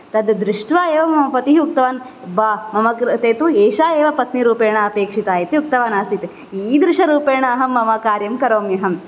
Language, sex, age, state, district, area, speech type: Sanskrit, female, 18-30, Karnataka, Koppal, rural, spontaneous